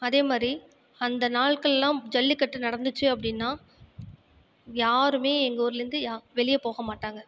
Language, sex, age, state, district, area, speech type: Tamil, female, 30-45, Tamil Nadu, Ariyalur, rural, spontaneous